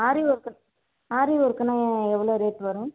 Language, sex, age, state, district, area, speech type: Tamil, female, 30-45, Tamil Nadu, Tiruvarur, rural, conversation